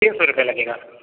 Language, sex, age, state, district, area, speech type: Hindi, male, 18-30, Uttar Pradesh, Jaunpur, rural, conversation